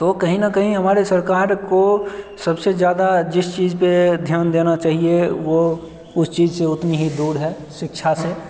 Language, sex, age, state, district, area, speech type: Hindi, male, 30-45, Bihar, Begusarai, rural, spontaneous